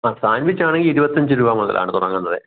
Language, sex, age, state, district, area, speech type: Malayalam, male, 60+, Kerala, Kottayam, rural, conversation